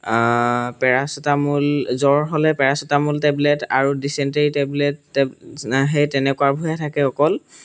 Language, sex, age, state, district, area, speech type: Assamese, male, 18-30, Assam, Golaghat, rural, spontaneous